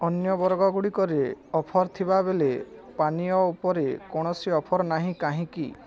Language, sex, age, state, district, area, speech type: Odia, male, 45-60, Odisha, Balangir, urban, read